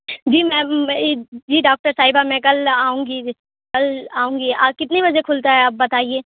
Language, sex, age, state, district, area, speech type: Urdu, female, 18-30, Bihar, Khagaria, rural, conversation